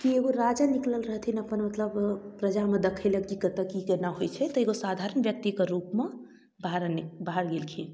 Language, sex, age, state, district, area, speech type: Maithili, female, 18-30, Bihar, Darbhanga, rural, spontaneous